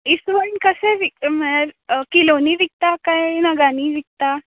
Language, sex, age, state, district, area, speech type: Goan Konkani, female, 18-30, Goa, Canacona, rural, conversation